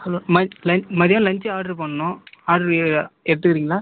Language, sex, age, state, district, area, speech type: Tamil, male, 18-30, Tamil Nadu, Viluppuram, urban, conversation